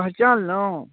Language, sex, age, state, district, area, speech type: Maithili, male, 30-45, Bihar, Darbhanga, rural, conversation